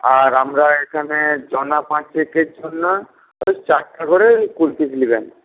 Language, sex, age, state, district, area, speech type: Bengali, male, 18-30, West Bengal, Paschim Medinipur, rural, conversation